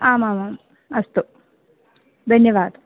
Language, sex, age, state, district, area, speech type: Sanskrit, female, 18-30, Kerala, Palakkad, rural, conversation